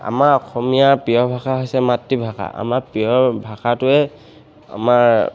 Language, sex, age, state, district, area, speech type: Assamese, male, 18-30, Assam, Charaideo, urban, spontaneous